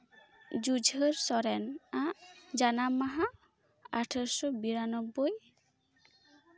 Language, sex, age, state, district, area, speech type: Santali, female, 18-30, West Bengal, Bankura, rural, spontaneous